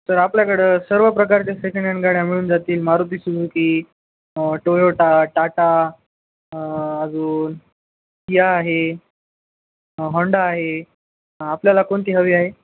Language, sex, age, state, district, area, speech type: Marathi, male, 18-30, Maharashtra, Nanded, urban, conversation